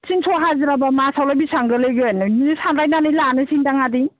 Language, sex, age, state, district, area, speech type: Bodo, female, 60+, Assam, Udalguri, rural, conversation